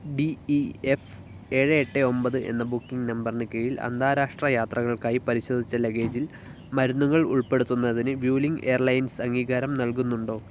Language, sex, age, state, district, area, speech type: Malayalam, male, 18-30, Kerala, Wayanad, rural, read